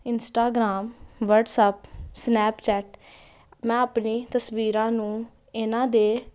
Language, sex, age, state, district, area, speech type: Punjabi, female, 18-30, Punjab, Jalandhar, urban, spontaneous